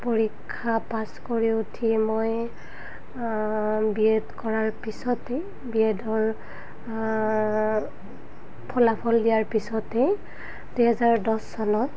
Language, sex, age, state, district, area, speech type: Assamese, female, 30-45, Assam, Nalbari, rural, spontaneous